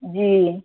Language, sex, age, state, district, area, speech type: Urdu, female, 18-30, Bihar, Khagaria, rural, conversation